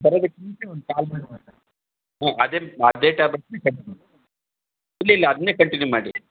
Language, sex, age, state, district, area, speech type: Kannada, male, 60+, Karnataka, Chitradurga, rural, conversation